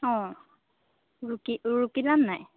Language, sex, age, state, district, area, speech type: Assamese, female, 30-45, Assam, Nagaon, rural, conversation